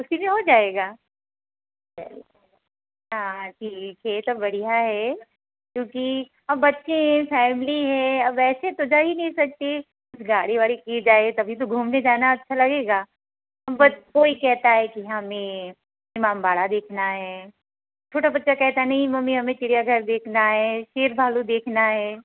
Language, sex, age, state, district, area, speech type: Hindi, female, 60+, Uttar Pradesh, Hardoi, rural, conversation